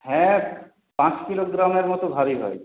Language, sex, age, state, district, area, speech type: Bengali, male, 18-30, West Bengal, Purulia, urban, conversation